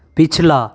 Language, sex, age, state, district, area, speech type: Hindi, male, 18-30, Bihar, Begusarai, rural, read